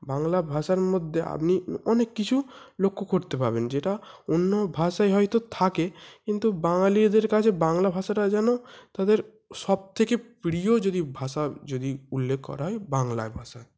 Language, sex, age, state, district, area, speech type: Bengali, male, 18-30, West Bengal, North 24 Parganas, urban, spontaneous